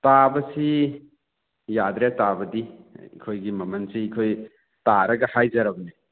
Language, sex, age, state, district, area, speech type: Manipuri, male, 45-60, Manipur, Churachandpur, urban, conversation